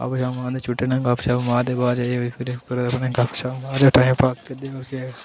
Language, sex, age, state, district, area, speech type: Dogri, male, 18-30, Jammu and Kashmir, Udhampur, rural, spontaneous